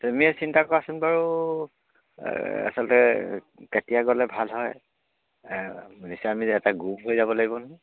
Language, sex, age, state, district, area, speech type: Assamese, male, 60+, Assam, Dibrugarh, rural, conversation